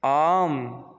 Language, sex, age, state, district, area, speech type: Sanskrit, male, 18-30, Rajasthan, Jaipur, rural, read